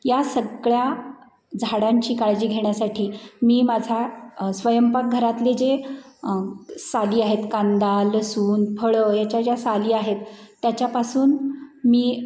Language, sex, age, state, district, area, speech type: Marathi, female, 45-60, Maharashtra, Satara, urban, spontaneous